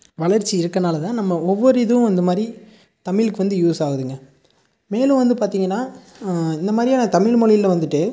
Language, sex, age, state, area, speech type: Tamil, male, 18-30, Tamil Nadu, rural, spontaneous